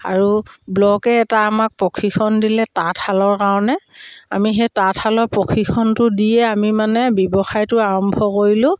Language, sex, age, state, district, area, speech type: Assamese, female, 60+, Assam, Dibrugarh, rural, spontaneous